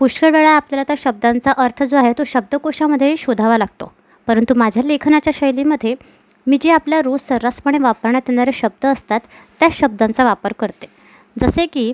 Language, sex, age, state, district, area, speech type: Marathi, female, 18-30, Maharashtra, Amravati, urban, spontaneous